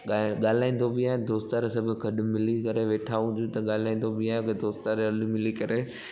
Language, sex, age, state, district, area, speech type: Sindhi, male, 18-30, Gujarat, Junagadh, urban, spontaneous